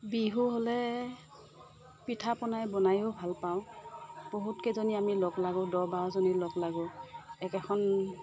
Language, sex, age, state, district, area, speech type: Assamese, female, 60+, Assam, Morigaon, rural, spontaneous